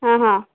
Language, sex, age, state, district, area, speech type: Kannada, female, 30-45, Karnataka, Gulbarga, urban, conversation